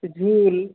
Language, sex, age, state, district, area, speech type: Bengali, female, 45-60, West Bengal, Hooghly, rural, conversation